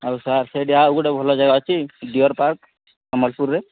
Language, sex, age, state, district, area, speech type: Odia, male, 30-45, Odisha, Sambalpur, rural, conversation